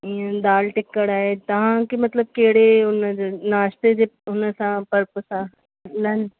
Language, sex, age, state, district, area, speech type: Sindhi, female, 30-45, Uttar Pradesh, Lucknow, urban, conversation